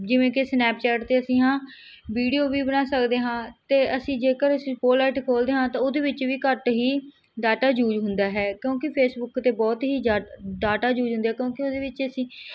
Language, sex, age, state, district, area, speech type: Punjabi, female, 18-30, Punjab, Barnala, rural, spontaneous